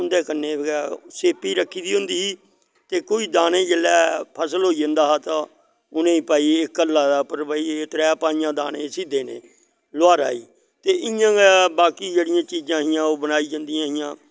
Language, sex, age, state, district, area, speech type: Dogri, male, 60+, Jammu and Kashmir, Samba, rural, spontaneous